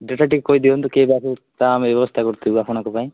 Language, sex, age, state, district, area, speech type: Odia, male, 18-30, Odisha, Nabarangpur, urban, conversation